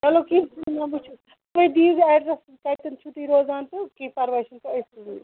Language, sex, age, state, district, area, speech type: Kashmiri, female, 30-45, Jammu and Kashmir, Ganderbal, rural, conversation